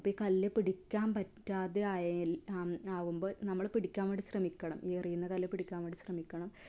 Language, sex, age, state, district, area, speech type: Malayalam, female, 18-30, Kerala, Kasaragod, rural, spontaneous